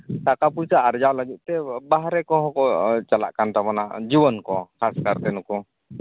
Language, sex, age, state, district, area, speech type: Santali, male, 30-45, Jharkhand, East Singhbhum, rural, conversation